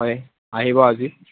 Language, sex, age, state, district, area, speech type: Assamese, male, 18-30, Assam, Udalguri, rural, conversation